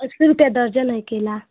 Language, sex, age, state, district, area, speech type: Hindi, female, 30-45, Uttar Pradesh, Ghazipur, rural, conversation